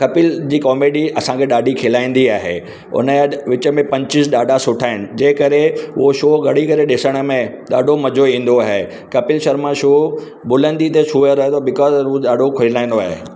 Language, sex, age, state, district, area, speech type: Sindhi, male, 45-60, Maharashtra, Mumbai Suburban, urban, spontaneous